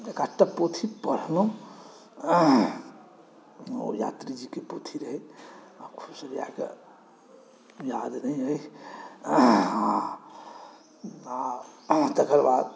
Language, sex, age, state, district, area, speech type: Maithili, male, 45-60, Bihar, Saharsa, urban, spontaneous